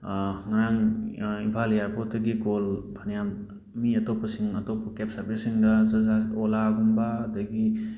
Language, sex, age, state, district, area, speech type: Manipuri, male, 30-45, Manipur, Thoubal, rural, spontaneous